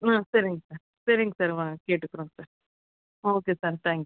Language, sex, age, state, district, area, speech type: Tamil, female, 30-45, Tamil Nadu, Krishnagiri, rural, conversation